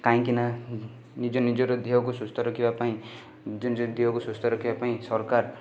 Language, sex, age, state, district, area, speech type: Odia, male, 18-30, Odisha, Rayagada, urban, spontaneous